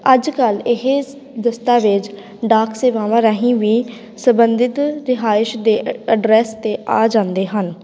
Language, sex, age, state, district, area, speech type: Punjabi, female, 18-30, Punjab, Patiala, urban, spontaneous